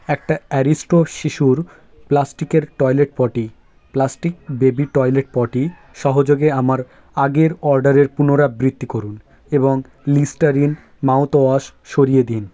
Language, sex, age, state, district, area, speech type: Bengali, male, 18-30, West Bengal, South 24 Parganas, rural, read